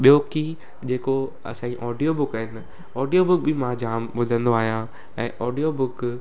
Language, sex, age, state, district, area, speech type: Sindhi, male, 18-30, Gujarat, Surat, urban, spontaneous